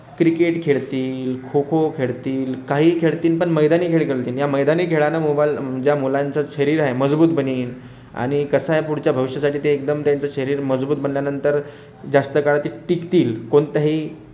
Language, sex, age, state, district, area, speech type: Marathi, male, 18-30, Maharashtra, Akola, rural, spontaneous